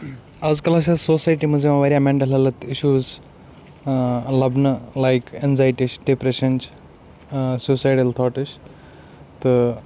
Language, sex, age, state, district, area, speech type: Kashmiri, male, 30-45, Jammu and Kashmir, Baramulla, rural, spontaneous